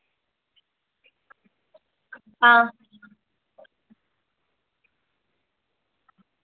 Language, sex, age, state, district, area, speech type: Dogri, female, 45-60, Jammu and Kashmir, Udhampur, rural, conversation